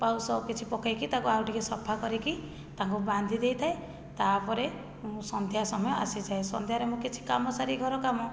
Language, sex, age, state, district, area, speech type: Odia, female, 30-45, Odisha, Jajpur, rural, spontaneous